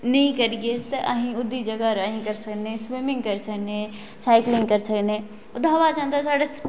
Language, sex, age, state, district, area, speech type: Dogri, female, 18-30, Jammu and Kashmir, Kathua, rural, spontaneous